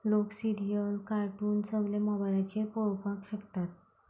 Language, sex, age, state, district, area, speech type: Goan Konkani, female, 18-30, Goa, Canacona, rural, spontaneous